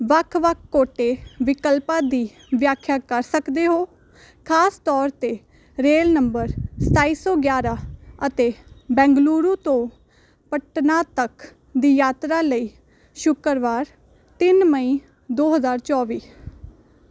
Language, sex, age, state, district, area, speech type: Punjabi, female, 18-30, Punjab, Hoshiarpur, urban, read